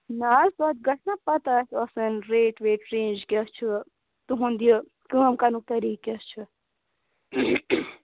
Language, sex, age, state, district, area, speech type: Kashmiri, female, 18-30, Jammu and Kashmir, Budgam, rural, conversation